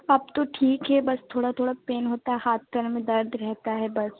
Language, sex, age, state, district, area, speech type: Urdu, female, 30-45, Uttar Pradesh, Lucknow, urban, conversation